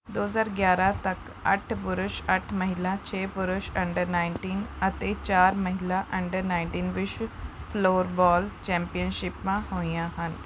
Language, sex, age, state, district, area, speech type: Punjabi, female, 18-30, Punjab, Rupnagar, urban, read